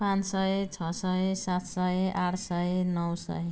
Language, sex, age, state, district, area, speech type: Nepali, female, 60+, West Bengal, Jalpaiguri, urban, spontaneous